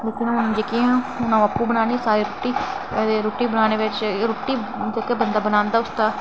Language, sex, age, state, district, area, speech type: Dogri, female, 30-45, Jammu and Kashmir, Reasi, rural, spontaneous